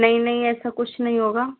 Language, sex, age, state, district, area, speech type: Hindi, female, 45-60, Rajasthan, Karauli, rural, conversation